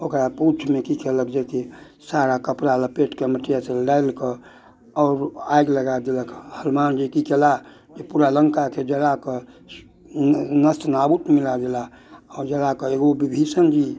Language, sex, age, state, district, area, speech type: Maithili, male, 60+, Bihar, Muzaffarpur, urban, spontaneous